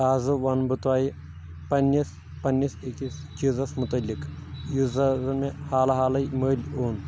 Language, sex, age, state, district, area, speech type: Kashmiri, male, 18-30, Jammu and Kashmir, Shopian, rural, spontaneous